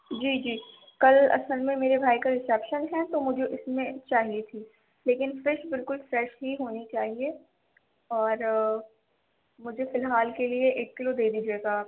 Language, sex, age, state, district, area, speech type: Urdu, female, 18-30, Delhi, East Delhi, urban, conversation